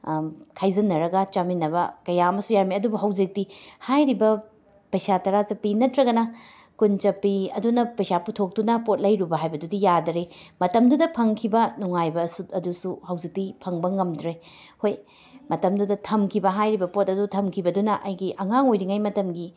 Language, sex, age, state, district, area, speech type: Manipuri, female, 30-45, Manipur, Imphal West, urban, spontaneous